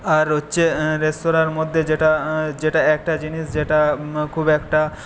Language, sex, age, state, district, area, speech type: Bengali, male, 18-30, West Bengal, Paschim Medinipur, rural, spontaneous